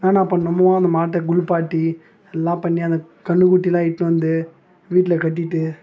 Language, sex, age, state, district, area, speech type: Tamil, male, 18-30, Tamil Nadu, Tiruvannamalai, rural, spontaneous